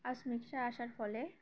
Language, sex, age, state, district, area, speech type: Bengali, female, 18-30, West Bengal, Uttar Dinajpur, urban, spontaneous